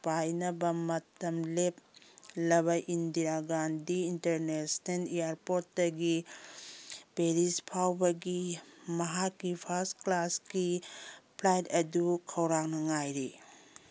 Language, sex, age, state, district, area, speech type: Manipuri, female, 45-60, Manipur, Kangpokpi, urban, read